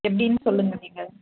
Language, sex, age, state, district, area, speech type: Tamil, female, 18-30, Tamil Nadu, Krishnagiri, rural, conversation